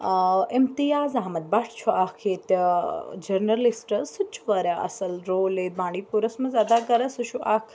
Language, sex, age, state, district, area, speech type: Kashmiri, female, 18-30, Jammu and Kashmir, Bandipora, urban, spontaneous